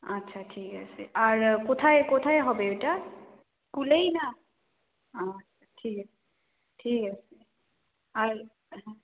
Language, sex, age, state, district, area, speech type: Bengali, female, 18-30, West Bengal, Jalpaiguri, rural, conversation